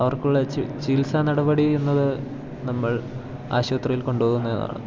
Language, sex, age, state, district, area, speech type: Malayalam, male, 18-30, Kerala, Idukki, rural, spontaneous